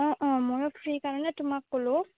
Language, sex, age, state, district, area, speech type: Assamese, female, 18-30, Assam, Goalpara, urban, conversation